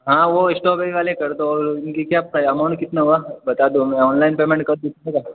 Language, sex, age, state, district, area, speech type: Hindi, male, 18-30, Rajasthan, Jodhpur, urban, conversation